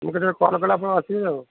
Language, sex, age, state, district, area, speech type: Odia, male, 60+, Odisha, Gajapati, rural, conversation